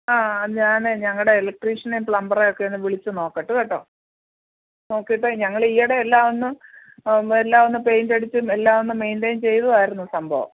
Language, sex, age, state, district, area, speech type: Malayalam, female, 45-60, Kerala, Pathanamthitta, rural, conversation